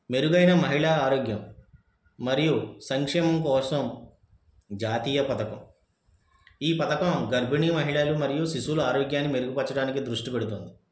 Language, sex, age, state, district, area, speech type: Telugu, male, 30-45, Andhra Pradesh, East Godavari, rural, spontaneous